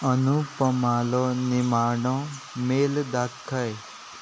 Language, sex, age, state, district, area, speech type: Goan Konkani, male, 30-45, Goa, Quepem, rural, read